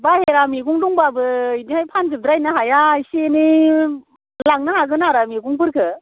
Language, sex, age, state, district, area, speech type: Bodo, female, 45-60, Assam, Baksa, rural, conversation